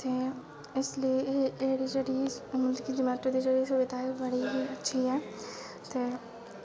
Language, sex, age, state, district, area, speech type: Dogri, female, 18-30, Jammu and Kashmir, Kathua, rural, spontaneous